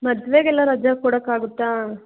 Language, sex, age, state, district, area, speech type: Kannada, female, 18-30, Karnataka, Hassan, urban, conversation